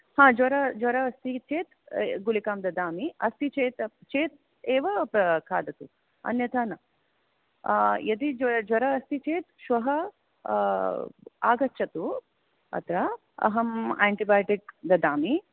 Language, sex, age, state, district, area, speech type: Sanskrit, female, 45-60, Maharashtra, Pune, urban, conversation